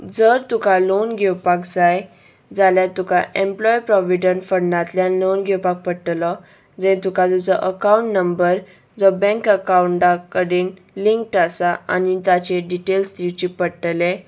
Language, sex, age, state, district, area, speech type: Goan Konkani, female, 18-30, Goa, Salcete, urban, spontaneous